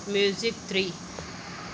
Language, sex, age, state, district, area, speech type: Sindhi, female, 45-60, Maharashtra, Thane, urban, read